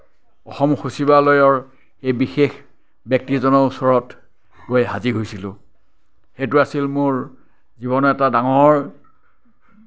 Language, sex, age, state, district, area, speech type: Assamese, male, 60+, Assam, Kamrup Metropolitan, urban, spontaneous